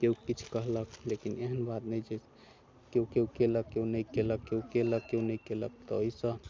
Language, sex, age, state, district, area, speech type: Maithili, male, 30-45, Bihar, Muzaffarpur, urban, spontaneous